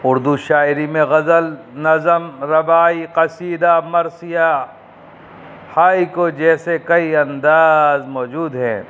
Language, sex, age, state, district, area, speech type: Urdu, male, 30-45, Uttar Pradesh, Rampur, urban, spontaneous